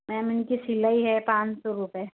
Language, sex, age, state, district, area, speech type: Hindi, female, 30-45, Rajasthan, Jodhpur, urban, conversation